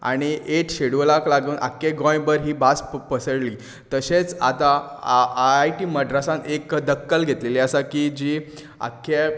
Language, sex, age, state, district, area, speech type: Goan Konkani, male, 18-30, Goa, Tiswadi, rural, spontaneous